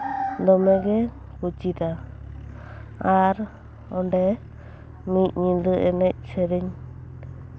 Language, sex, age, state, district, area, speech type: Santali, female, 30-45, West Bengal, Bankura, rural, spontaneous